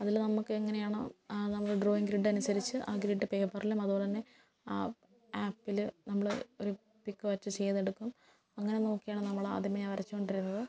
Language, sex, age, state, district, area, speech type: Malayalam, female, 18-30, Kerala, Kottayam, rural, spontaneous